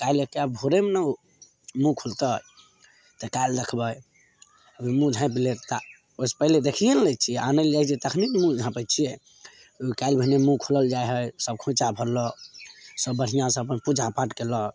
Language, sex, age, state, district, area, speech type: Maithili, male, 18-30, Bihar, Samastipur, rural, spontaneous